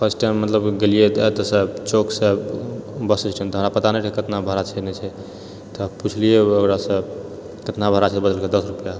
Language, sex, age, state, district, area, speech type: Maithili, male, 30-45, Bihar, Purnia, rural, spontaneous